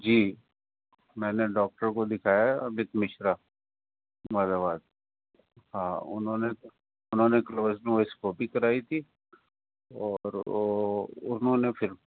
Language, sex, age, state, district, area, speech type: Urdu, male, 45-60, Uttar Pradesh, Rampur, urban, conversation